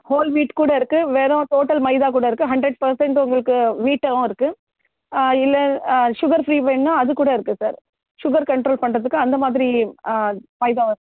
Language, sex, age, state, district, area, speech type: Tamil, female, 45-60, Tamil Nadu, Chennai, urban, conversation